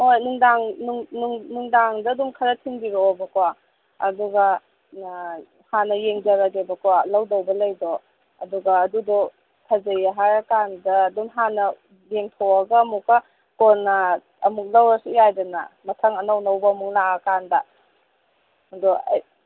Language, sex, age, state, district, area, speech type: Manipuri, female, 18-30, Manipur, Kangpokpi, urban, conversation